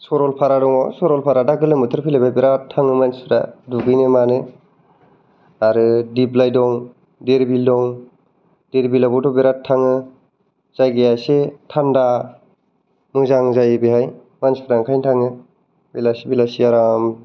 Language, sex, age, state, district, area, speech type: Bodo, male, 18-30, Assam, Kokrajhar, urban, spontaneous